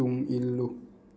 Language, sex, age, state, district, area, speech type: Manipuri, male, 18-30, Manipur, Thoubal, rural, read